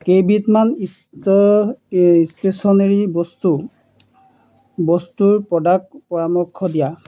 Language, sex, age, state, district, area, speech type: Assamese, male, 18-30, Assam, Golaghat, urban, read